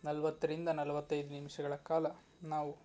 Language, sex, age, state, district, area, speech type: Kannada, male, 18-30, Karnataka, Tumkur, rural, spontaneous